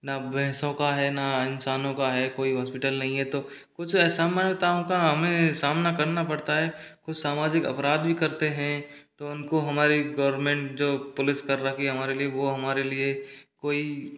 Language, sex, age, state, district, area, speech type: Hindi, male, 45-60, Rajasthan, Karauli, rural, spontaneous